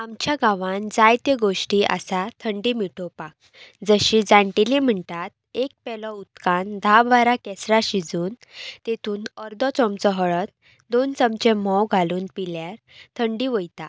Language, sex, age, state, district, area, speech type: Goan Konkani, female, 18-30, Goa, Pernem, rural, spontaneous